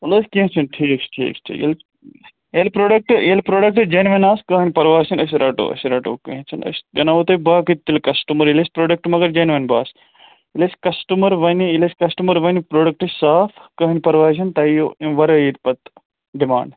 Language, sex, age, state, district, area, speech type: Kashmiri, male, 18-30, Jammu and Kashmir, Ganderbal, rural, conversation